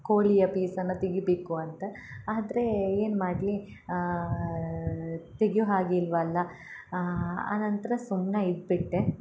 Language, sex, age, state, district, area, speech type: Kannada, female, 18-30, Karnataka, Hassan, urban, spontaneous